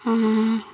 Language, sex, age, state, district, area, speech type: Tamil, female, 18-30, Tamil Nadu, Kallakurichi, rural, spontaneous